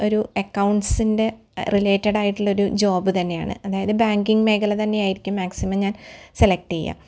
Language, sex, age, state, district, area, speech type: Malayalam, female, 45-60, Kerala, Ernakulam, rural, spontaneous